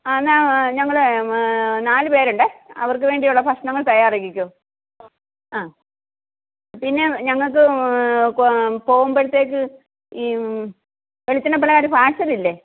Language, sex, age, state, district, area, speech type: Malayalam, female, 45-60, Kerala, Kottayam, urban, conversation